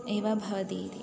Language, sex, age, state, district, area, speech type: Sanskrit, female, 18-30, Kerala, Malappuram, urban, spontaneous